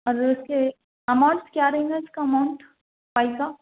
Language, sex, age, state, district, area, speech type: Urdu, female, 30-45, Telangana, Hyderabad, urban, conversation